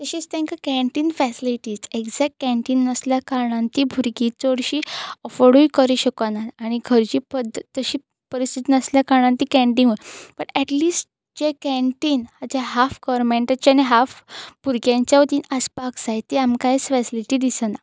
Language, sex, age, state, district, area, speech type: Goan Konkani, female, 18-30, Goa, Pernem, rural, spontaneous